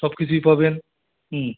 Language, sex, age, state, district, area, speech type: Bengali, male, 45-60, West Bengal, Birbhum, urban, conversation